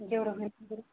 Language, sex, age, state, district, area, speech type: Marathi, female, 30-45, Maharashtra, Beed, urban, conversation